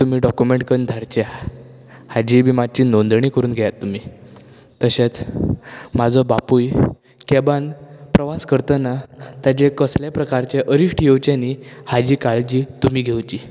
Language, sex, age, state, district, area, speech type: Goan Konkani, male, 18-30, Goa, Canacona, rural, spontaneous